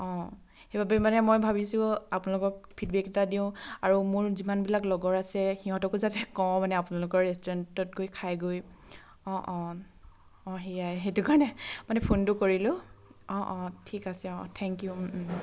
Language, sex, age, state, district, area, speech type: Assamese, female, 30-45, Assam, Charaideo, rural, spontaneous